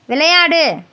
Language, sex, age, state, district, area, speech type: Tamil, female, 30-45, Tamil Nadu, Dharmapuri, rural, read